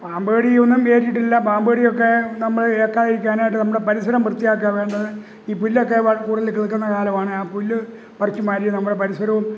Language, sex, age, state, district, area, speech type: Malayalam, male, 60+, Kerala, Kottayam, rural, spontaneous